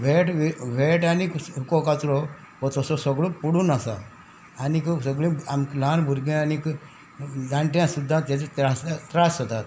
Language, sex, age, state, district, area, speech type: Goan Konkani, male, 60+, Goa, Salcete, rural, spontaneous